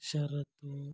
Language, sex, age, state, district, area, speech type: Kannada, male, 45-60, Karnataka, Kolar, rural, spontaneous